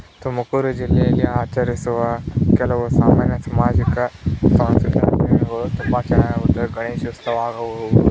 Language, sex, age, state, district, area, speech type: Kannada, male, 18-30, Karnataka, Tumkur, rural, spontaneous